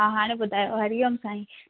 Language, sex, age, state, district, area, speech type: Sindhi, female, 18-30, Gujarat, Kutch, rural, conversation